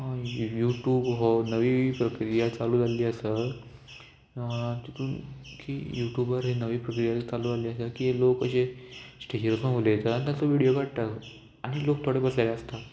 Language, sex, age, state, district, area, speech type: Goan Konkani, male, 18-30, Goa, Murmgao, rural, spontaneous